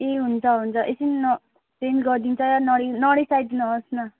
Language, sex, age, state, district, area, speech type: Nepali, female, 18-30, West Bengal, Kalimpong, rural, conversation